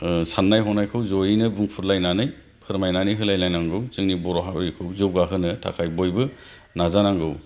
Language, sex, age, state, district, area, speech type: Bodo, male, 30-45, Assam, Kokrajhar, rural, spontaneous